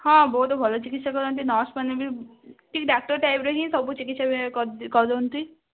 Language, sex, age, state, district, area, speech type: Odia, female, 18-30, Odisha, Ganjam, urban, conversation